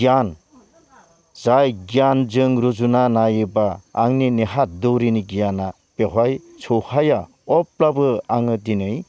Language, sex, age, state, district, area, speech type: Bodo, male, 60+, Assam, Baksa, rural, spontaneous